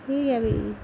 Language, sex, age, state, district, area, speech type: Dogri, female, 60+, Jammu and Kashmir, Udhampur, rural, spontaneous